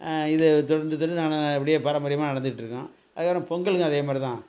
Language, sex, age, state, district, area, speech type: Tamil, male, 60+, Tamil Nadu, Thanjavur, rural, spontaneous